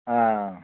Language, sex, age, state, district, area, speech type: Kashmiri, male, 45-60, Jammu and Kashmir, Bandipora, rural, conversation